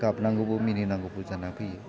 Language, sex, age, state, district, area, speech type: Bodo, male, 45-60, Assam, Chirang, urban, spontaneous